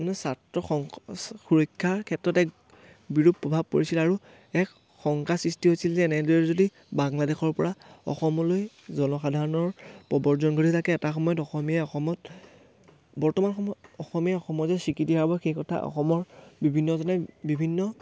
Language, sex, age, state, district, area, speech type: Assamese, male, 18-30, Assam, Majuli, urban, spontaneous